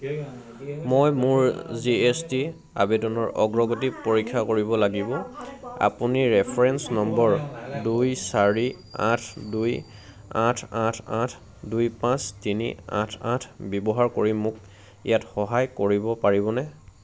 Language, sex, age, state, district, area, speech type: Assamese, male, 18-30, Assam, Sivasagar, rural, read